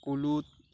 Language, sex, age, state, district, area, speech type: Odia, male, 18-30, Odisha, Balangir, urban, spontaneous